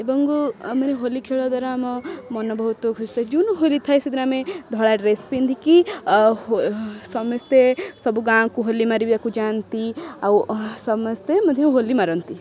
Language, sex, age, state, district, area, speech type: Odia, female, 18-30, Odisha, Kendrapara, urban, spontaneous